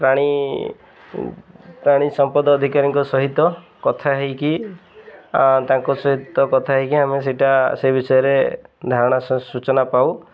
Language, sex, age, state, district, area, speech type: Odia, male, 30-45, Odisha, Jagatsinghpur, rural, spontaneous